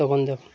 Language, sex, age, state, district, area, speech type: Bengali, male, 30-45, West Bengal, Birbhum, urban, spontaneous